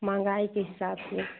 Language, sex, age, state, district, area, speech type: Hindi, female, 30-45, Uttar Pradesh, Jaunpur, rural, conversation